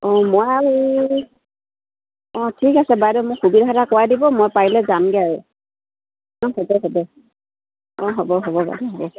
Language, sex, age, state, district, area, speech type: Assamese, female, 45-60, Assam, Dibrugarh, rural, conversation